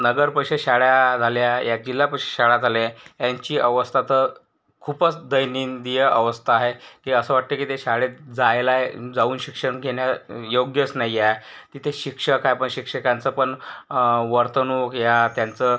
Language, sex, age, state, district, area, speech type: Marathi, male, 18-30, Maharashtra, Yavatmal, rural, spontaneous